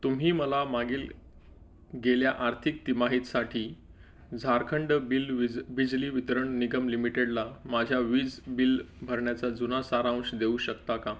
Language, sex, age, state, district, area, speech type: Marathi, male, 30-45, Maharashtra, Palghar, rural, read